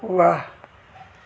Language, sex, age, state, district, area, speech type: Nepali, male, 45-60, West Bengal, Darjeeling, rural, read